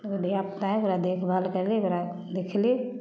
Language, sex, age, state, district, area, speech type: Maithili, female, 45-60, Bihar, Samastipur, rural, spontaneous